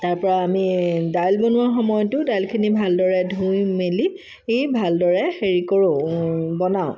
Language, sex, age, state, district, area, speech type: Assamese, female, 45-60, Assam, Sivasagar, rural, spontaneous